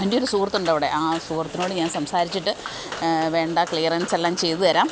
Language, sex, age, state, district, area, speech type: Malayalam, female, 45-60, Kerala, Pathanamthitta, rural, spontaneous